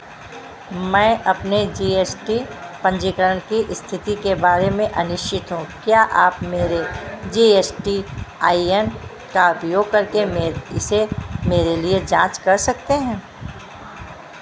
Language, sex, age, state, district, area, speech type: Hindi, female, 60+, Uttar Pradesh, Sitapur, rural, read